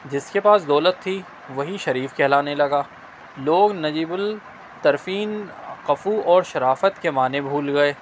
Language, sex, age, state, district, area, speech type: Urdu, male, 30-45, Delhi, Central Delhi, urban, spontaneous